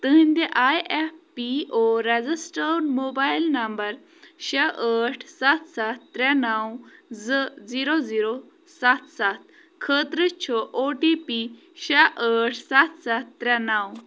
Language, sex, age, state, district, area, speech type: Kashmiri, female, 18-30, Jammu and Kashmir, Bandipora, rural, read